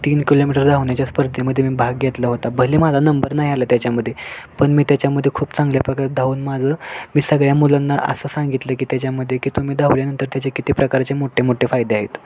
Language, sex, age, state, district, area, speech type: Marathi, male, 18-30, Maharashtra, Sangli, urban, spontaneous